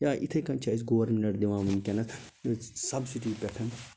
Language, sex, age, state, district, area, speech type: Kashmiri, male, 45-60, Jammu and Kashmir, Baramulla, rural, spontaneous